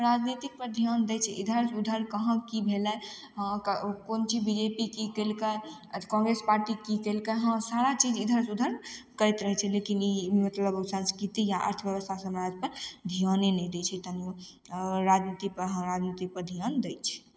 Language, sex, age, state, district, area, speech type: Maithili, female, 18-30, Bihar, Begusarai, urban, spontaneous